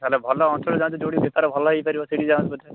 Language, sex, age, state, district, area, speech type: Odia, male, 18-30, Odisha, Jagatsinghpur, urban, conversation